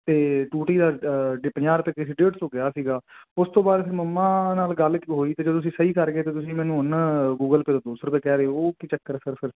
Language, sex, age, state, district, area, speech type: Punjabi, male, 18-30, Punjab, Fazilka, urban, conversation